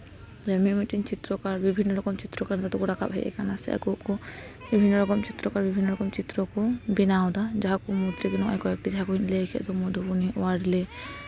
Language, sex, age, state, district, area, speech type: Santali, female, 18-30, West Bengal, Paschim Bardhaman, rural, spontaneous